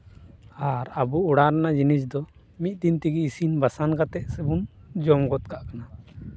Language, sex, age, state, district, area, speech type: Santali, male, 18-30, West Bengal, Purba Bardhaman, rural, spontaneous